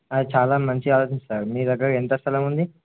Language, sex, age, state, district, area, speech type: Telugu, male, 18-30, Telangana, Warangal, rural, conversation